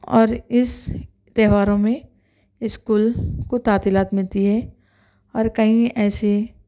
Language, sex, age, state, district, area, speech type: Urdu, male, 30-45, Telangana, Hyderabad, urban, spontaneous